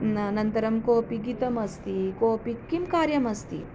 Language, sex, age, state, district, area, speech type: Sanskrit, female, 30-45, Maharashtra, Nagpur, urban, spontaneous